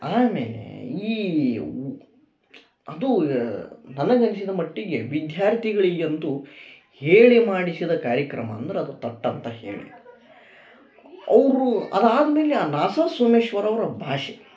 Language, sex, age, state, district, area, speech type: Kannada, male, 18-30, Karnataka, Koppal, rural, spontaneous